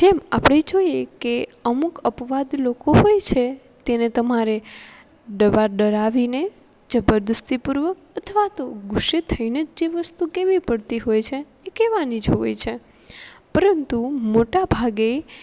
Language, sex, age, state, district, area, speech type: Gujarati, female, 18-30, Gujarat, Rajkot, rural, spontaneous